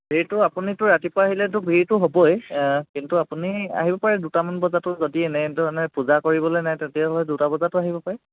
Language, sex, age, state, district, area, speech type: Assamese, male, 18-30, Assam, Kamrup Metropolitan, urban, conversation